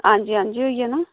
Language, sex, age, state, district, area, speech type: Dogri, female, 30-45, Jammu and Kashmir, Udhampur, rural, conversation